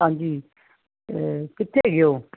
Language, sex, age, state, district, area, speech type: Punjabi, female, 60+, Punjab, Fazilka, rural, conversation